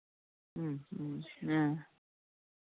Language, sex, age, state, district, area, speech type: Malayalam, female, 45-60, Kerala, Pathanamthitta, rural, conversation